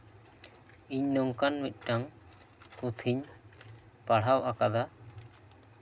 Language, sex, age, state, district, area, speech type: Santali, male, 18-30, West Bengal, Bankura, rural, spontaneous